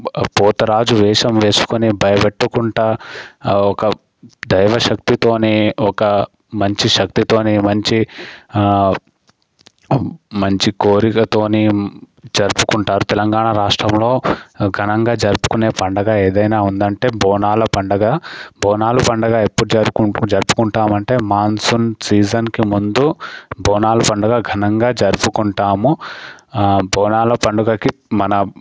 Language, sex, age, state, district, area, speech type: Telugu, male, 18-30, Telangana, Medchal, rural, spontaneous